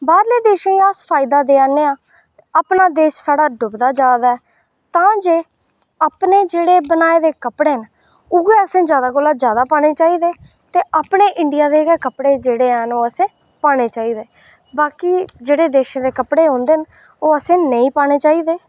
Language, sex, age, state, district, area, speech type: Dogri, female, 18-30, Jammu and Kashmir, Reasi, rural, spontaneous